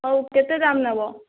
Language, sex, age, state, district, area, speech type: Odia, female, 30-45, Odisha, Boudh, rural, conversation